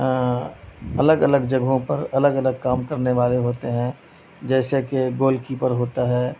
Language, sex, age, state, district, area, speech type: Urdu, male, 30-45, Bihar, Madhubani, urban, spontaneous